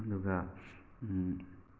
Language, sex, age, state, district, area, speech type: Manipuri, male, 45-60, Manipur, Thoubal, rural, spontaneous